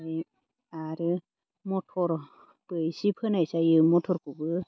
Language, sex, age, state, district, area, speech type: Bodo, female, 30-45, Assam, Baksa, rural, spontaneous